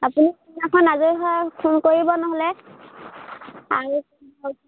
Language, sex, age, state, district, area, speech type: Assamese, female, 18-30, Assam, Sivasagar, rural, conversation